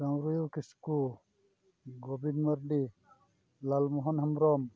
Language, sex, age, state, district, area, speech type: Santali, male, 60+, Odisha, Mayurbhanj, rural, spontaneous